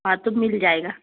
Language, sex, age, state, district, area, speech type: Hindi, female, 60+, Madhya Pradesh, Betul, urban, conversation